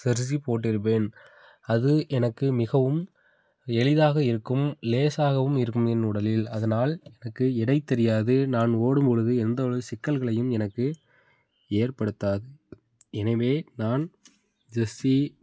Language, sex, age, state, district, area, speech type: Tamil, male, 18-30, Tamil Nadu, Thanjavur, rural, spontaneous